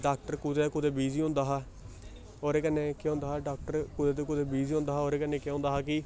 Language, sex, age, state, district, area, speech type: Dogri, male, 18-30, Jammu and Kashmir, Samba, urban, spontaneous